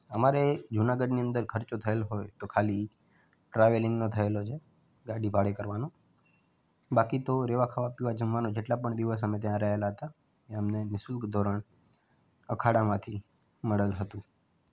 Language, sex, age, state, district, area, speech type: Gujarati, male, 18-30, Gujarat, Morbi, urban, spontaneous